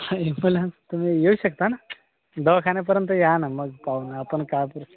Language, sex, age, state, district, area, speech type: Marathi, male, 30-45, Maharashtra, Gadchiroli, rural, conversation